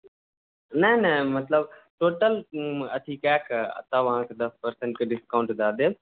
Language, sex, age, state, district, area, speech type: Maithili, other, 18-30, Bihar, Saharsa, rural, conversation